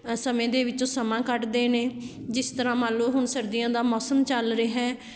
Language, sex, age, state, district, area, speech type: Punjabi, female, 30-45, Punjab, Patiala, rural, spontaneous